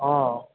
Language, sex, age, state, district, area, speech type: Gujarati, male, 18-30, Gujarat, Ahmedabad, urban, conversation